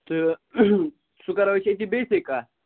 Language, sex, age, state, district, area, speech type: Kashmiri, male, 18-30, Jammu and Kashmir, Budgam, rural, conversation